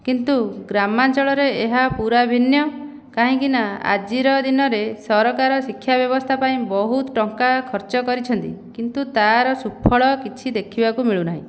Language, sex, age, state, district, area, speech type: Odia, female, 30-45, Odisha, Dhenkanal, rural, spontaneous